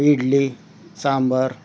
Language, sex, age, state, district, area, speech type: Marathi, male, 45-60, Maharashtra, Osmanabad, rural, spontaneous